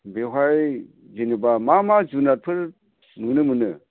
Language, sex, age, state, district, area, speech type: Bodo, male, 45-60, Assam, Chirang, rural, conversation